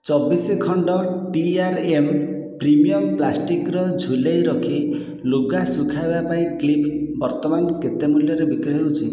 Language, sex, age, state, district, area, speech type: Odia, male, 45-60, Odisha, Khordha, rural, read